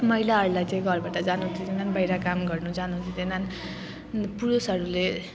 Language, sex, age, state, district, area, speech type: Nepali, female, 18-30, West Bengal, Jalpaiguri, rural, spontaneous